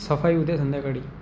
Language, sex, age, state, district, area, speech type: Marathi, male, 18-30, Maharashtra, Amravati, urban, spontaneous